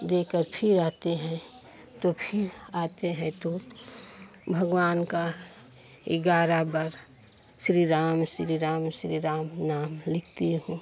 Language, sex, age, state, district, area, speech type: Hindi, female, 45-60, Uttar Pradesh, Chandauli, rural, spontaneous